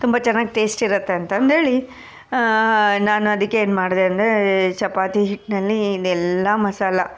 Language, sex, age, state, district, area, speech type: Kannada, female, 45-60, Karnataka, Koppal, urban, spontaneous